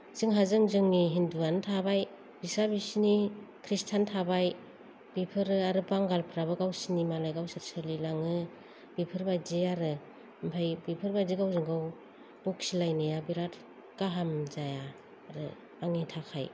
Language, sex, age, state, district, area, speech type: Bodo, female, 45-60, Assam, Kokrajhar, rural, spontaneous